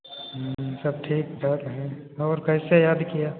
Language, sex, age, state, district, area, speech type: Hindi, male, 45-60, Uttar Pradesh, Hardoi, rural, conversation